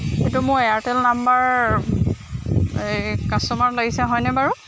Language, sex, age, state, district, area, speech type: Assamese, female, 30-45, Assam, Lakhimpur, urban, spontaneous